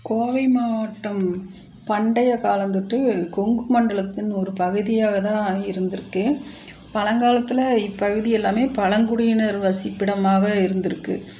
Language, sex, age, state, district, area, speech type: Tamil, female, 45-60, Tamil Nadu, Coimbatore, urban, spontaneous